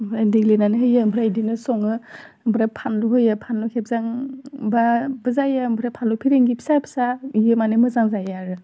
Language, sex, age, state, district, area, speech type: Bodo, female, 18-30, Assam, Udalguri, urban, spontaneous